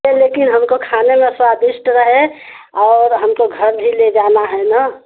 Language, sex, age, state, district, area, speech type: Hindi, female, 60+, Uttar Pradesh, Mau, urban, conversation